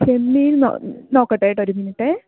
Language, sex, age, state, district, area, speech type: Malayalam, female, 18-30, Kerala, Malappuram, rural, conversation